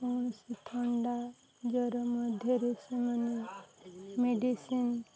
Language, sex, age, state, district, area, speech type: Odia, female, 18-30, Odisha, Nuapada, urban, spontaneous